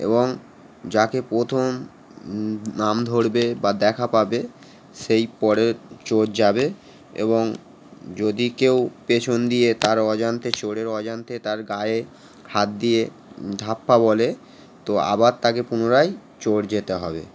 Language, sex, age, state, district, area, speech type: Bengali, male, 18-30, West Bengal, Howrah, urban, spontaneous